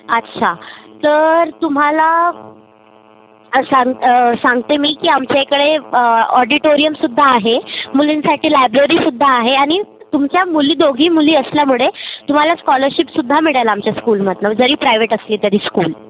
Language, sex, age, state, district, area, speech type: Marathi, female, 30-45, Maharashtra, Nagpur, rural, conversation